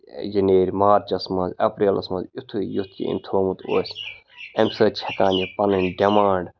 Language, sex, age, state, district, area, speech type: Kashmiri, male, 18-30, Jammu and Kashmir, Ganderbal, rural, spontaneous